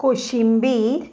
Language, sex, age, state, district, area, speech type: Goan Konkani, female, 45-60, Goa, Salcete, urban, spontaneous